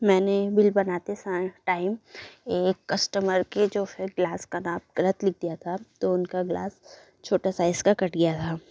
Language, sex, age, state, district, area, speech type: Hindi, female, 18-30, Madhya Pradesh, Betul, urban, spontaneous